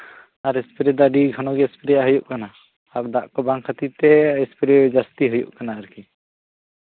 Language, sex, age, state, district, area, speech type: Santali, male, 18-30, West Bengal, Bankura, rural, conversation